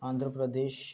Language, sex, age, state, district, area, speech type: Marathi, male, 30-45, Maharashtra, Gadchiroli, rural, spontaneous